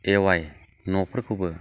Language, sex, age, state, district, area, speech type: Bodo, male, 45-60, Assam, Chirang, urban, spontaneous